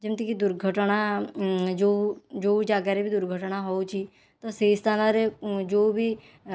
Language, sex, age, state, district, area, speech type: Odia, female, 18-30, Odisha, Khordha, rural, spontaneous